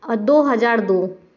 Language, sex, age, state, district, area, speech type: Hindi, female, 30-45, Madhya Pradesh, Indore, urban, spontaneous